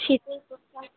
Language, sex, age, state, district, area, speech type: Bengali, female, 18-30, West Bengal, Uttar Dinajpur, urban, conversation